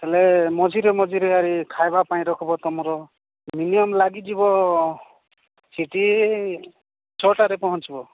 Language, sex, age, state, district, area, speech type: Odia, male, 45-60, Odisha, Nabarangpur, rural, conversation